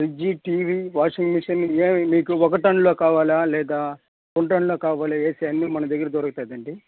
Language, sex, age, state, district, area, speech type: Telugu, male, 18-30, Andhra Pradesh, Sri Balaji, urban, conversation